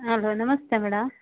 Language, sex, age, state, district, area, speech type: Kannada, female, 45-60, Karnataka, Uttara Kannada, rural, conversation